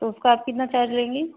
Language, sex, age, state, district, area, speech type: Hindi, female, 18-30, Uttar Pradesh, Ghazipur, rural, conversation